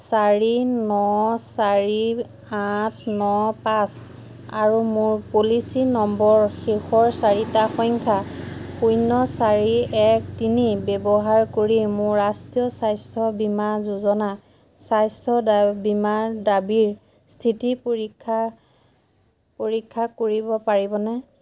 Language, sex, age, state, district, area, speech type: Assamese, female, 45-60, Assam, Majuli, urban, read